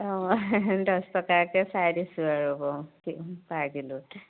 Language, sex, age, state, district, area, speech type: Assamese, female, 30-45, Assam, Majuli, urban, conversation